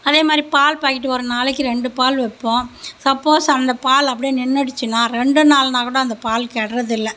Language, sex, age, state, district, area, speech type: Tamil, female, 30-45, Tamil Nadu, Mayiladuthurai, rural, spontaneous